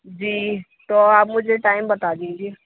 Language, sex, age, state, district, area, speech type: Urdu, female, 30-45, Uttar Pradesh, Muzaffarnagar, urban, conversation